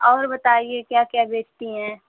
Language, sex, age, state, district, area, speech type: Hindi, female, 18-30, Uttar Pradesh, Mau, urban, conversation